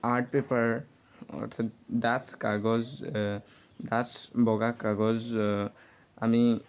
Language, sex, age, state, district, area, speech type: Assamese, male, 18-30, Assam, Lakhimpur, rural, spontaneous